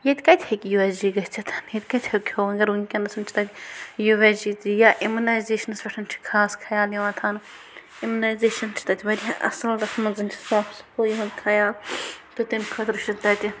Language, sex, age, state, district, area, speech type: Kashmiri, female, 30-45, Jammu and Kashmir, Bandipora, rural, spontaneous